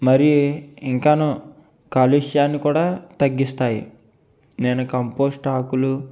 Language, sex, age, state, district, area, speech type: Telugu, male, 18-30, Andhra Pradesh, East Godavari, urban, spontaneous